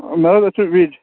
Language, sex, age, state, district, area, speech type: Kashmiri, male, 30-45, Jammu and Kashmir, Srinagar, urban, conversation